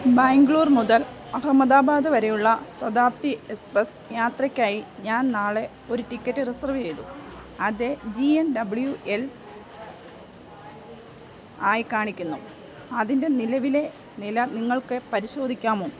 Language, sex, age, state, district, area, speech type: Malayalam, female, 30-45, Kerala, Pathanamthitta, rural, read